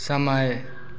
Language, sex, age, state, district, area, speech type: Hindi, male, 18-30, Bihar, Vaishali, rural, read